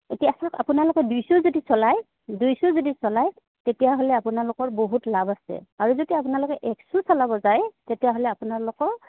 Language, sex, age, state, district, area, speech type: Assamese, female, 30-45, Assam, Udalguri, rural, conversation